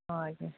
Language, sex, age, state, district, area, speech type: Odia, female, 45-60, Odisha, Angul, rural, conversation